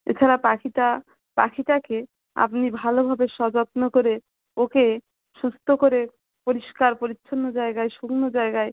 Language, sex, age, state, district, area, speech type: Bengali, female, 30-45, West Bengal, Dakshin Dinajpur, urban, conversation